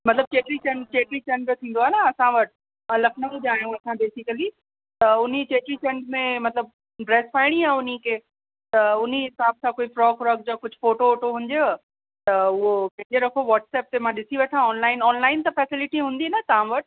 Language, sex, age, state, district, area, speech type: Sindhi, female, 30-45, Uttar Pradesh, Lucknow, urban, conversation